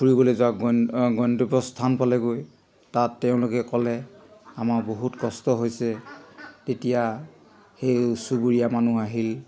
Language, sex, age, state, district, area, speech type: Assamese, male, 45-60, Assam, Sivasagar, rural, spontaneous